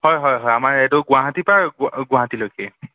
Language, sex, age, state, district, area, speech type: Assamese, male, 30-45, Assam, Sonitpur, urban, conversation